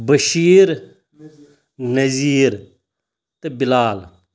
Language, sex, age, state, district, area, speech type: Kashmiri, male, 30-45, Jammu and Kashmir, Pulwama, urban, spontaneous